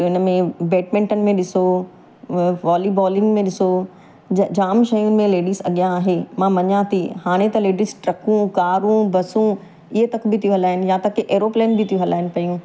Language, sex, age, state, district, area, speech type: Sindhi, female, 45-60, Gujarat, Surat, urban, spontaneous